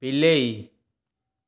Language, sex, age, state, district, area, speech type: Odia, male, 18-30, Odisha, Cuttack, urban, read